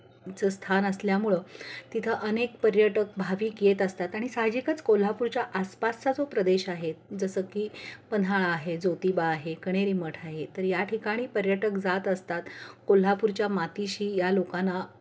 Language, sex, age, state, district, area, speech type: Marathi, female, 45-60, Maharashtra, Kolhapur, urban, spontaneous